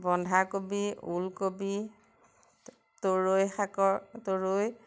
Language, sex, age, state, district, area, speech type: Assamese, female, 45-60, Assam, Majuli, rural, spontaneous